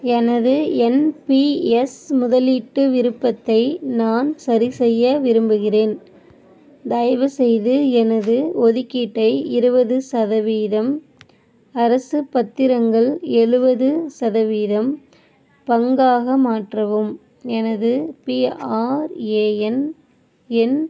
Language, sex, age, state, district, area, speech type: Tamil, female, 18-30, Tamil Nadu, Ariyalur, rural, read